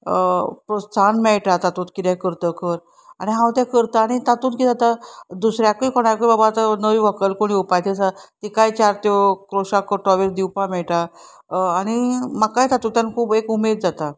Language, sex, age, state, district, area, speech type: Goan Konkani, female, 45-60, Goa, Salcete, urban, spontaneous